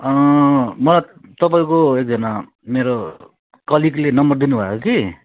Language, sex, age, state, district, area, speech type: Nepali, male, 30-45, West Bengal, Alipurduar, urban, conversation